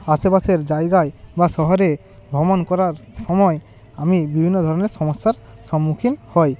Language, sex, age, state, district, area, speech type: Bengali, male, 30-45, West Bengal, Hooghly, rural, spontaneous